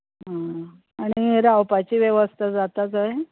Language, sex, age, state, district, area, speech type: Goan Konkani, female, 45-60, Goa, Bardez, urban, conversation